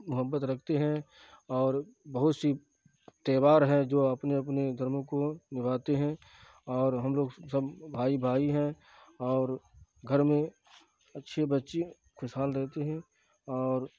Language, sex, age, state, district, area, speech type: Urdu, male, 45-60, Bihar, Khagaria, rural, spontaneous